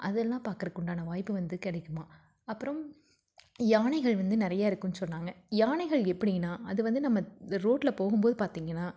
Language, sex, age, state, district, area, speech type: Tamil, female, 30-45, Tamil Nadu, Tiruppur, rural, spontaneous